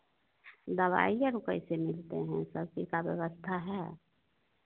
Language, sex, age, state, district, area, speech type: Hindi, female, 60+, Bihar, Begusarai, urban, conversation